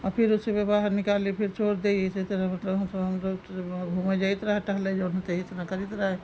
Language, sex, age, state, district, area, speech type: Hindi, female, 45-60, Uttar Pradesh, Lucknow, rural, spontaneous